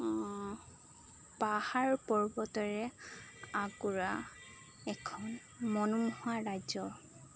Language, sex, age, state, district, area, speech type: Assamese, female, 30-45, Assam, Nagaon, rural, spontaneous